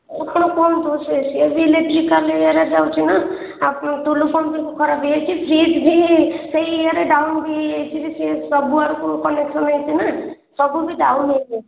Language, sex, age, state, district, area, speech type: Odia, female, 30-45, Odisha, Khordha, rural, conversation